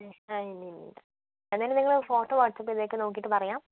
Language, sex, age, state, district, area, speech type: Malayalam, female, 18-30, Kerala, Kozhikode, urban, conversation